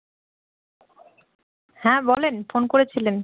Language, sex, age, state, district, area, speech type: Bengali, female, 18-30, West Bengal, Malda, urban, conversation